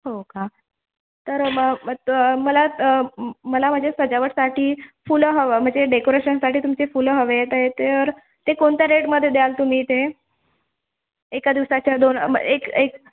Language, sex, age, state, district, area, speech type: Marathi, female, 18-30, Maharashtra, Nagpur, urban, conversation